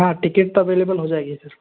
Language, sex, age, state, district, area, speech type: Hindi, male, 18-30, Madhya Pradesh, Bhopal, rural, conversation